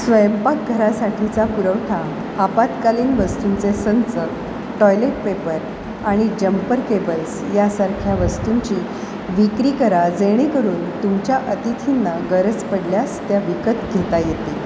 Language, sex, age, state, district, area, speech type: Marathi, female, 45-60, Maharashtra, Mumbai Suburban, urban, read